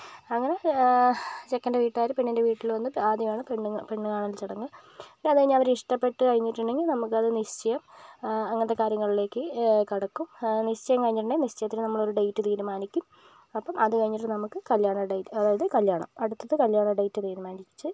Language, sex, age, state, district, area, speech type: Malayalam, female, 18-30, Kerala, Kozhikode, rural, spontaneous